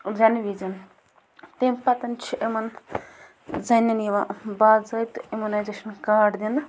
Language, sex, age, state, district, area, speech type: Kashmiri, female, 30-45, Jammu and Kashmir, Bandipora, rural, spontaneous